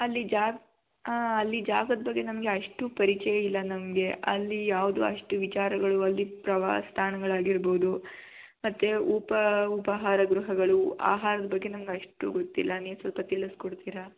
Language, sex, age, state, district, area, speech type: Kannada, female, 18-30, Karnataka, Tumkur, rural, conversation